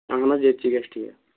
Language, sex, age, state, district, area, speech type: Kashmiri, male, 18-30, Jammu and Kashmir, Shopian, rural, conversation